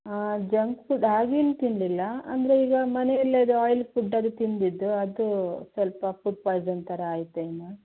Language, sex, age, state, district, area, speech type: Kannada, female, 30-45, Karnataka, Shimoga, rural, conversation